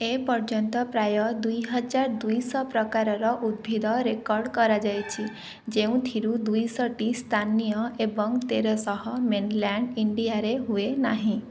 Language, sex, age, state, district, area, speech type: Odia, female, 30-45, Odisha, Jajpur, rural, read